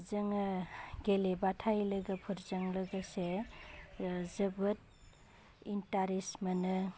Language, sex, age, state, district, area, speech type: Bodo, female, 30-45, Assam, Baksa, rural, spontaneous